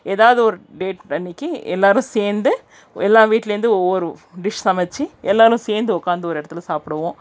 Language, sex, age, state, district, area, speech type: Tamil, female, 30-45, Tamil Nadu, Krishnagiri, rural, spontaneous